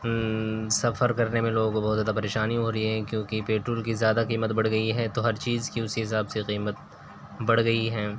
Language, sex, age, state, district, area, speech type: Urdu, male, 18-30, Uttar Pradesh, Siddharthnagar, rural, spontaneous